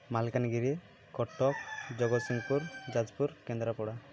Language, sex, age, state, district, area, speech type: Odia, male, 18-30, Odisha, Malkangiri, urban, spontaneous